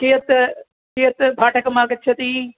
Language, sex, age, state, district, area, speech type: Sanskrit, male, 60+, Tamil Nadu, Mayiladuthurai, urban, conversation